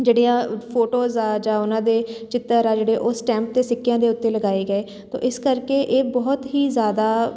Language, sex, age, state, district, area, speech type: Punjabi, female, 30-45, Punjab, Shaheed Bhagat Singh Nagar, urban, spontaneous